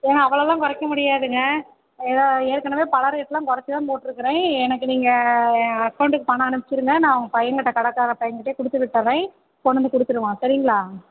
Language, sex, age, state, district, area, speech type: Tamil, female, 30-45, Tamil Nadu, Salem, rural, conversation